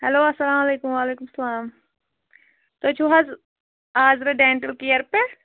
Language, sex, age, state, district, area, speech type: Kashmiri, female, 30-45, Jammu and Kashmir, Anantnag, rural, conversation